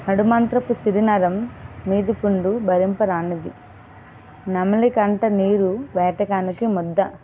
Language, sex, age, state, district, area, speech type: Telugu, female, 18-30, Andhra Pradesh, Vizianagaram, rural, spontaneous